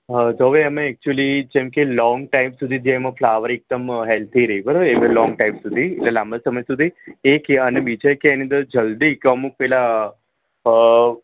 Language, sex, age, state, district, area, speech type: Gujarati, male, 30-45, Gujarat, Ahmedabad, urban, conversation